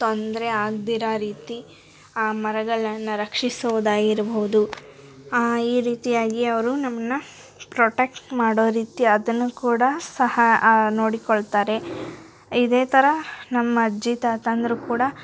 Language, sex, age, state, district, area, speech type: Kannada, female, 18-30, Karnataka, Koppal, rural, spontaneous